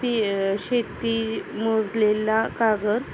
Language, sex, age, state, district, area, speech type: Marathi, female, 18-30, Maharashtra, Satara, rural, spontaneous